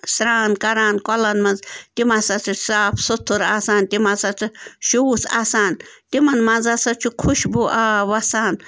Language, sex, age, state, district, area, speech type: Kashmiri, female, 30-45, Jammu and Kashmir, Bandipora, rural, spontaneous